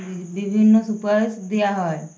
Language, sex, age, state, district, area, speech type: Bengali, female, 18-30, West Bengal, Uttar Dinajpur, urban, spontaneous